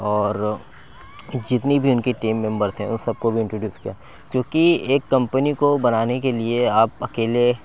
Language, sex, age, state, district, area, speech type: Urdu, male, 30-45, Uttar Pradesh, Lucknow, urban, spontaneous